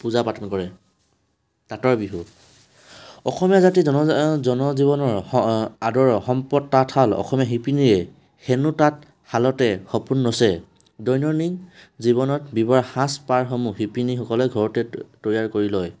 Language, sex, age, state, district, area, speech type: Assamese, male, 18-30, Assam, Tinsukia, urban, spontaneous